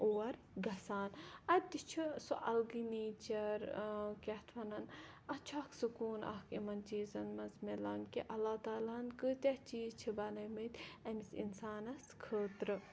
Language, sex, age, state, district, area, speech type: Kashmiri, female, 18-30, Jammu and Kashmir, Ganderbal, rural, spontaneous